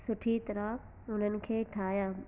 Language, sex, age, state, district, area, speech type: Sindhi, female, 18-30, Gujarat, Surat, urban, spontaneous